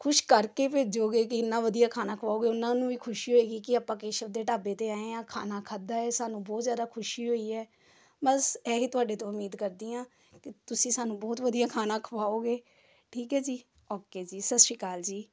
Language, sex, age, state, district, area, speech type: Punjabi, female, 30-45, Punjab, Amritsar, urban, spontaneous